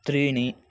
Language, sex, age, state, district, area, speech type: Sanskrit, male, 18-30, Karnataka, Mandya, rural, read